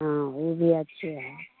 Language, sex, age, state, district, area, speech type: Hindi, female, 60+, Bihar, Madhepura, urban, conversation